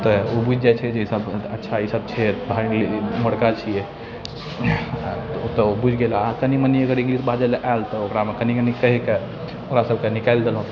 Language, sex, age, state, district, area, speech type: Maithili, male, 60+, Bihar, Purnia, rural, spontaneous